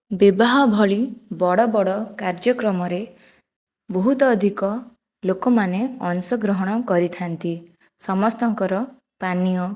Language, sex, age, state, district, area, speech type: Odia, female, 45-60, Odisha, Jajpur, rural, spontaneous